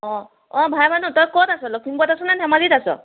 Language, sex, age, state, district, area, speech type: Assamese, female, 30-45, Assam, Lakhimpur, rural, conversation